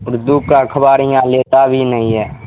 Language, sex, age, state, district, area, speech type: Urdu, male, 18-30, Bihar, Supaul, rural, conversation